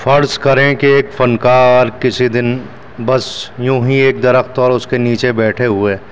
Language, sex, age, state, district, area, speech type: Urdu, male, 30-45, Delhi, New Delhi, urban, spontaneous